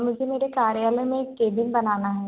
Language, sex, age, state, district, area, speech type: Hindi, female, 18-30, Madhya Pradesh, Betul, urban, conversation